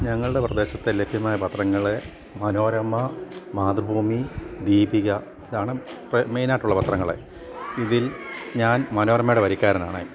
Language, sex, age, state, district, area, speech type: Malayalam, male, 60+, Kerala, Kottayam, rural, spontaneous